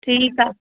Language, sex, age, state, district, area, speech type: Sindhi, female, 30-45, Gujarat, Kutch, urban, conversation